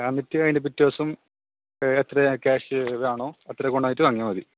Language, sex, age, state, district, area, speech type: Malayalam, male, 18-30, Kerala, Kasaragod, rural, conversation